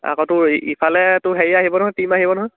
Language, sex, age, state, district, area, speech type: Assamese, male, 18-30, Assam, Lakhimpur, urban, conversation